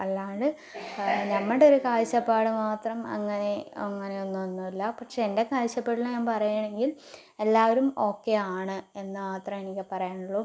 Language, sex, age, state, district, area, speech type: Malayalam, female, 18-30, Kerala, Palakkad, rural, spontaneous